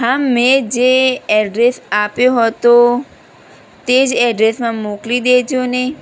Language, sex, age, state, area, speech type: Gujarati, female, 18-30, Gujarat, rural, spontaneous